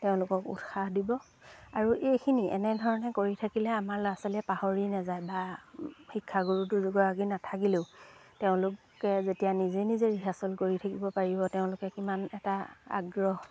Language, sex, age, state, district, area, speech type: Assamese, female, 30-45, Assam, Lakhimpur, rural, spontaneous